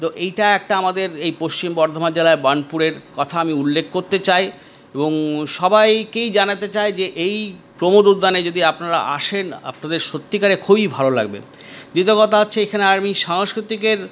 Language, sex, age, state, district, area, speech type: Bengali, male, 60+, West Bengal, Paschim Bardhaman, urban, spontaneous